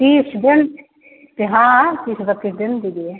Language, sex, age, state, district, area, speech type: Hindi, female, 45-60, Bihar, Begusarai, rural, conversation